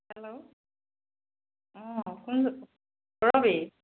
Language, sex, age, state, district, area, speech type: Assamese, female, 45-60, Assam, Dhemaji, rural, conversation